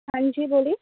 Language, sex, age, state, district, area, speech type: Urdu, female, 18-30, Bihar, Saharsa, rural, conversation